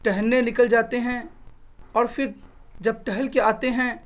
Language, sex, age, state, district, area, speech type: Urdu, male, 18-30, Bihar, Purnia, rural, spontaneous